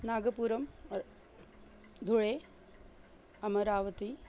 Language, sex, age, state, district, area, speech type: Sanskrit, female, 30-45, Maharashtra, Nagpur, urban, spontaneous